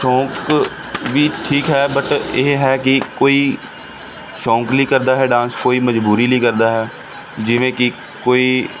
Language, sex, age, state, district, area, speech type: Punjabi, male, 30-45, Punjab, Pathankot, urban, spontaneous